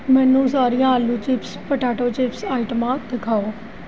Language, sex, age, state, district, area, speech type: Punjabi, female, 45-60, Punjab, Gurdaspur, urban, read